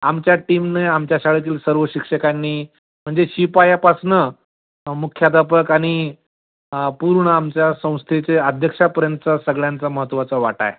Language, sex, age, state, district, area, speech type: Marathi, male, 45-60, Maharashtra, Nanded, urban, conversation